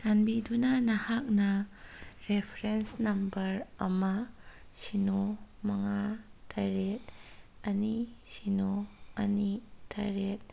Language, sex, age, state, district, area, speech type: Manipuri, female, 30-45, Manipur, Kangpokpi, urban, read